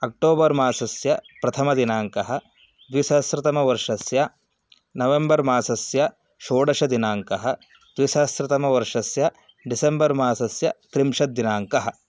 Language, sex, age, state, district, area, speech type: Sanskrit, male, 30-45, Karnataka, Chikkamagaluru, rural, spontaneous